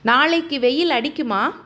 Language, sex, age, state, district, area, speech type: Tamil, female, 45-60, Tamil Nadu, Tiruppur, urban, read